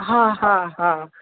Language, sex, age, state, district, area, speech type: Sindhi, female, 60+, Gujarat, Kutch, urban, conversation